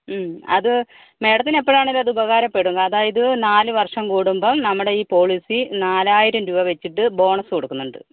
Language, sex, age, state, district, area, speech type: Malayalam, female, 60+, Kerala, Kozhikode, urban, conversation